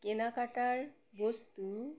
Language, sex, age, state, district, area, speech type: Bengali, female, 30-45, West Bengal, Birbhum, urban, read